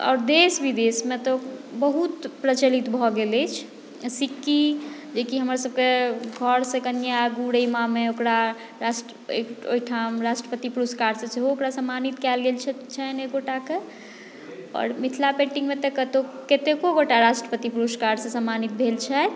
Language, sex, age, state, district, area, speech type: Maithili, female, 30-45, Bihar, Madhubani, rural, spontaneous